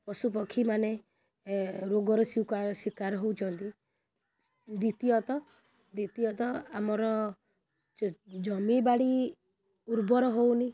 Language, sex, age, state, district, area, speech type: Odia, female, 30-45, Odisha, Kendrapara, urban, spontaneous